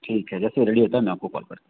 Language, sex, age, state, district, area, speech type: Hindi, male, 60+, Rajasthan, Jodhpur, urban, conversation